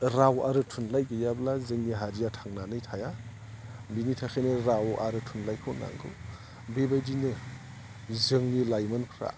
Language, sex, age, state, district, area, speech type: Bodo, male, 45-60, Assam, Chirang, rural, spontaneous